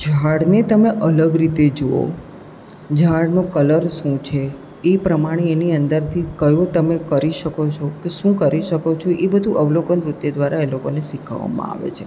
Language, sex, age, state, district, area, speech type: Gujarati, female, 45-60, Gujarat, Surat, urban, spontaneous